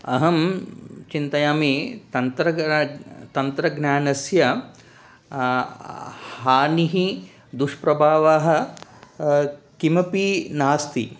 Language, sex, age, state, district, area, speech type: Sanskrit, male, 45-60, Telangana, Ranga Reddy, urban, spontaneous